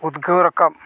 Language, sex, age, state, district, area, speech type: Santali, male, 45-60, Odisha, Mayurbhanj, rural, spontaneous